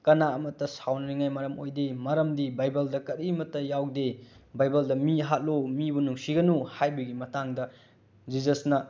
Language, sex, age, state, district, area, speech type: Manipuri, male, 30-45, Manipur, Bishnupur, rural, spontaneous